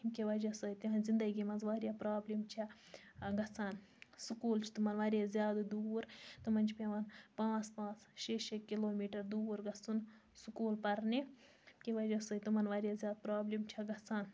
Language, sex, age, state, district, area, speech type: Kashmiri, female, 60+, Jammu and Kashmir, Baramulla, rural, spontaneous